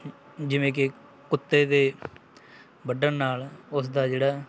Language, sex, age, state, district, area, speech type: Punjabi, male, 30-45, Punjab, Bathinda, rural, spontaneous